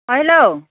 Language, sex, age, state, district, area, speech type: Bodo, female, 30-45, Assam, Baksa, rural, conversation